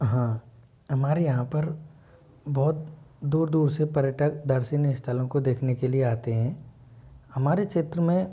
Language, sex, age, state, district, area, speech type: Hindi, male, 60+, Madhya Pradesh, Bhopal, urban, spontaneous